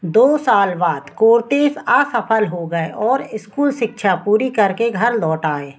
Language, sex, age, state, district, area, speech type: Hindi, female, 45-60, Madhya Pradesh, Narsinghpur, rural, read